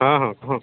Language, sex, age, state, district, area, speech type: Odia, male, 45-60, Odisha, Nuapada, urban, conversation